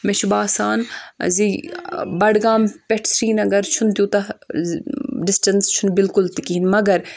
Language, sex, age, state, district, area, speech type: Kashmiri, female, 18-30, Jammu and Kashmir, Budgam, urban, spontaneous